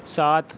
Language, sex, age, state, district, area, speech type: Urdu, male, 30-45, Uttar Pradesh, Aligarh, urban, read